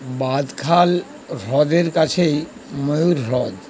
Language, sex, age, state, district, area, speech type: Bengali, male, 45-60, West Bengal, North 24 Parganas, urban, read